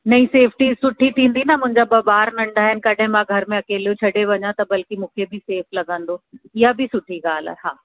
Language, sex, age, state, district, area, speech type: Sindhi, female, 30-45, Uttar Pradesh, Lucknow, urban, conversation